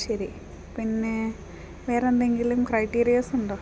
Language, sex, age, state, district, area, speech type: Malayalam, female, 30-45, Kerala, Idukki, rural, spontaneous